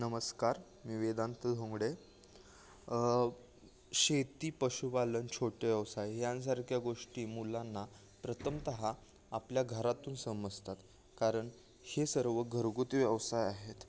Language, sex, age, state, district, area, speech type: Marathi, male, 18-30, Maharashtra, Ratnagiri, rural, spontaneous